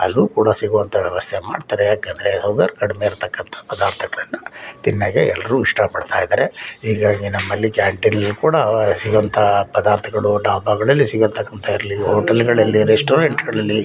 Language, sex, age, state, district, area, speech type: Kannada, male, 60+, Karnataka, Mysore, urban, spontaneous